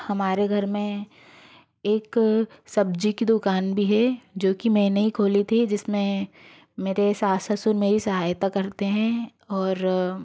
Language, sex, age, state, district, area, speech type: Hindi, female, 45-60, Madhya Pradesh, Bhopal, urban, spontaneous